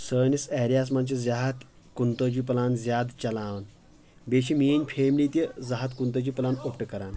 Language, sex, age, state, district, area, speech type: Kashmiri, male, 30-45, Jammu and Kashmir, Kulgam, rural, spontaneous